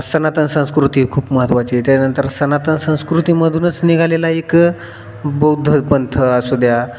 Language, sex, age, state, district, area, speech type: Marathi, male, 18-30, Maharashtra, Hingoli, rural, spontaneous